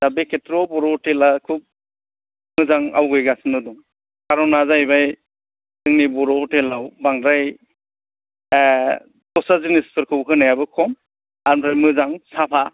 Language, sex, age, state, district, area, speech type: Bodo, male, 60+, Assam, Kokrajhar, rural, conversation